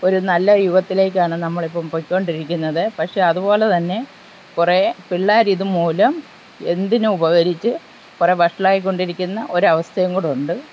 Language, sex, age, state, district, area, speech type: Malayalam, female, 45-60, Kerala, Alappuzha, rural, spontaneous